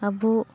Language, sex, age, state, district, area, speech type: Santali, female, 30-45, West Bengal, Paschim Bardhaman, rural, spontaneous